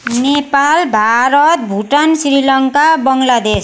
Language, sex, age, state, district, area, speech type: Nepali, female, 60+, West Bengal, Darjeeling, rural, spontaneous